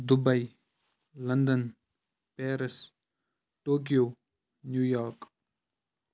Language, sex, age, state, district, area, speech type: Kashmiri, male, 18-30, Jammu and Kashmir, Kupwara, rural, spontaneous